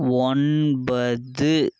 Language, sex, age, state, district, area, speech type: Tamil, male, 18-30, Tamil Nadu, Dharmapuri, rural, read